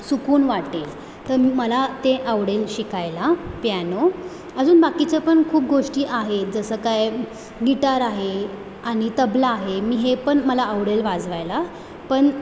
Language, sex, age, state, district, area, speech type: Marathi, female, 18-30, Maharashtra, Mumbai Suburban, urban, spontaneous